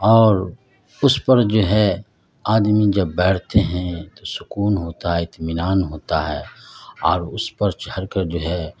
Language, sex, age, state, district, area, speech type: Urdu, male, 45-60, Bihar, Madhubani, rural, spontaneous